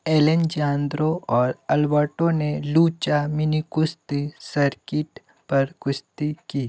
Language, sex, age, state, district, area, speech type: Hindi, male, 30-45, Uttar Pradesh, Sonbhadra, rural, read